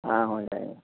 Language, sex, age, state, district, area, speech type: Urdu, male, 30-45, Uttar Pradesh, Lucknow, urban, conversation